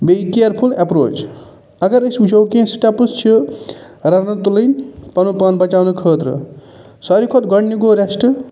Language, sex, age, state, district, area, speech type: Kashmiri, male, 45-60, Jammu and Kashmir, Budgam, urban, spontaneous